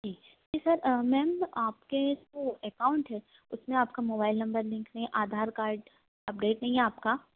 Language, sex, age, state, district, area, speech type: Hindi, female, 18-30, Madhya Pradesh, Harda, urban, conversation